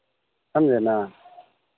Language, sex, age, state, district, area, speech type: Hindi, male, 45-60, Bihar, Vaishali, urban, conversation